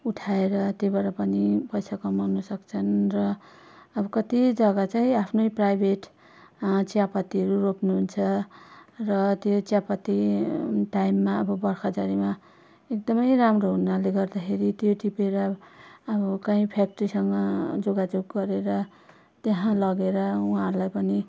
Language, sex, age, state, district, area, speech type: Nepali, female, 30-45, West Bengal, Darjeeling, rural, spontaneous